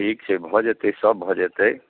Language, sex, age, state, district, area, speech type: Maithili, male, 30-45, Bihar, Muzaffarpur, urban, conversation